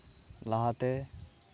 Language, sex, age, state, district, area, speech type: Santali, male, 18-30, West Bengal, Malda, rural, spontaneous